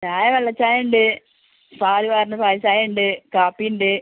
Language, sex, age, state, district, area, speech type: Malayalam, female, 30-45, Kerala, Malappuram, rural, conversation